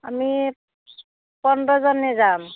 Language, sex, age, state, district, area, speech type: Assamese, female, 45-60, Assam, Barpeta, rural, conversation